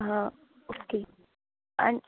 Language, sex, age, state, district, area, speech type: Goan Konkani, female, 18-30, Goa, Canacona, rural, conversation